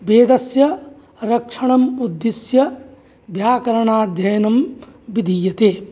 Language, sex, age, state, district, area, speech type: Sanskrit, male, 45-60, Uttar Pradesh, Mirzapur, urban, spontaneous